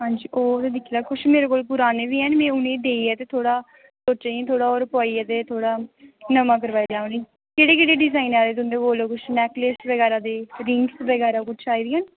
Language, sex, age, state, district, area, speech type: Dogri, female, 18-30, Jammu and Kashmir, Reasi, rural, conversation